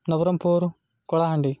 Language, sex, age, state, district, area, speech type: Odia, male, 30-45, Odisha, Koraput, urban, spontaneous